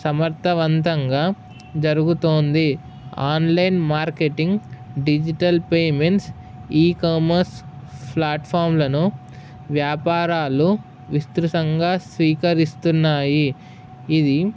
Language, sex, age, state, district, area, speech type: Telugu, male, 18-30, Telangana, Mahabubabad, urban, spontaneous